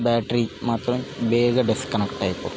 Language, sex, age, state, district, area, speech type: Telugu, male, 60+, Andhra Pradesh, Vizianagaram, rural, spontaneous